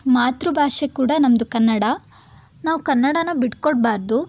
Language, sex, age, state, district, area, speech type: Kannada, female, 18-30, Karnataka, Chitradurga, urban, spontaneous